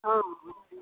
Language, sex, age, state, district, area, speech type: Maithili, female, 30-45, Bihar, Darbhanga, urban, conversation